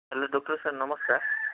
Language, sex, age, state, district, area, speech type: Odia, male, 18-30, Odisha, Nabarangpur, urban, conversation